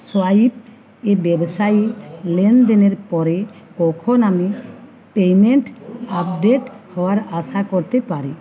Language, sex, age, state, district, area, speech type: Bengali, female, 45-60, West Bengal, Uttar Dinajpur, urban, read